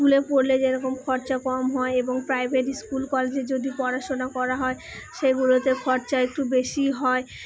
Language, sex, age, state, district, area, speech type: Bengali, female, 18-30, West Bengal, Purba Bardhaman, urban, spontaneous